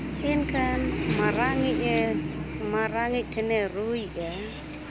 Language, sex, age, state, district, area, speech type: Santali, female, 30-45, Jharkhand, Seraikela Kharsawan, rural, spontaneous